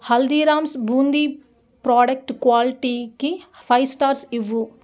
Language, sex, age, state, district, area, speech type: Telugu, female, 18-30, Andhra Pradesh, Nellore, rural, read